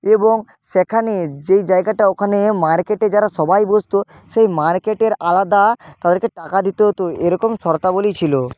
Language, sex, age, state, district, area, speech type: Bengali, male, 30-45, West Bengal, Nadia, rural, spontaneous